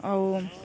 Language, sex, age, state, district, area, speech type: Odia, female, 30-45, Odisha, Balangir, urban, spontaneous